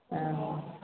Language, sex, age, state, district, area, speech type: Maithili, female, 60+, Bihar, Madhepura, urban, conversation